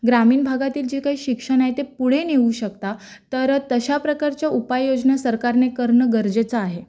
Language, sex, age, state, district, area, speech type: Marathi, female, 18-30, Maharashtra, Raigad, rural, spontaneous